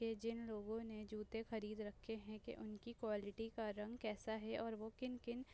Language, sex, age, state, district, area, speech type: Urdu, female, 18-30, Delhi, North East Delhi, urban, spontaneous